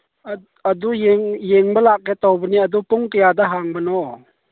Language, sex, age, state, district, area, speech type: Manipuri, male, 45-60, Manipur, Chandel, rural, conversation